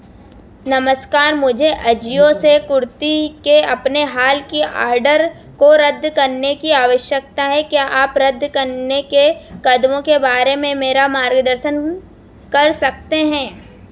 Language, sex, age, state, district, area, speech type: Hindi, female, 18-30, Madhya Pradesh, Harda, urban, read